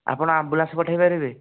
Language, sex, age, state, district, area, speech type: Odia, male, 18-30, Odisha, Nayagarh, rural, conversation